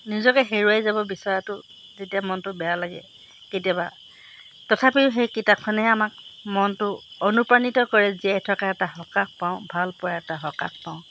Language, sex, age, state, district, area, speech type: Assamese, female, 60+, Assam, Golaghat, urban, spontaneous